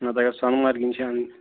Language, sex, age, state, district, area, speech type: Kashmiri, male, 18-30, Jammu and Kashmir, Ganderbal, rural, conversation